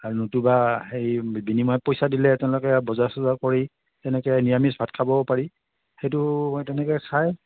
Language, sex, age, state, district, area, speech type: Assamese, male, 60+, Assam, Morigaon, rural, conversation